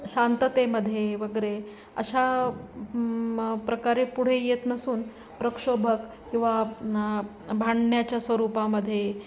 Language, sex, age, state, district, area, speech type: Marathi, female, 45-60, Maharashtra, Nanded, urban, spontaneous